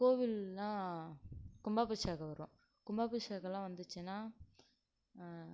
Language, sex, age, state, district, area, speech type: Tamil, female, 18-30, Tamil Nadu, Kallakurichi, rural, spontaneous